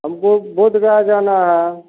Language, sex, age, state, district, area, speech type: Hindi, male, 45-60, Bihar, Samastipur, rural, conversation